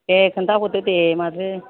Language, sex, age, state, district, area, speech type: Bodo, female, 60+, Assam, Kokrajhar, rural, conversation